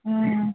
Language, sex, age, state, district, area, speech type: Urdu, female, 60+, Bihar, Khagaria, rural, conversation